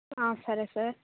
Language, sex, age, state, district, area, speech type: Telugu, female, 18-30, Andhra Pradesh, Chittoor, urban, conversation